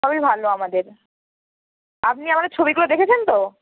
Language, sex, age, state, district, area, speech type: Bengali, female, 45-60, West Bengal, Purba Medinipur, rural, conversation